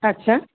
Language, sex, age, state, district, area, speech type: Bengali, female, 45-60, West Bengal, Paschim Bardhaman, urban, conversation